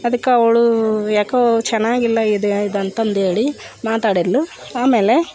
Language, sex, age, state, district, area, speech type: Kannada, female, 45-60, Karnataka, Koppal, rural, spontaneous